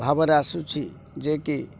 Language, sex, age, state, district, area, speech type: Odia, male, 45-60, Odisha, Kendrapara, urban, spontaneous